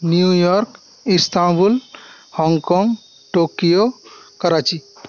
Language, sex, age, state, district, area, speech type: Bengali, male, 30-45, West Bengal, Paschim Medinipur, rural, spontaneous